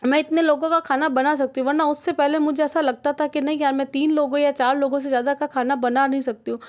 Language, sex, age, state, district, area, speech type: Hindi, female, 30-45, Rajasthan, Jodhpur, urban, spontaneous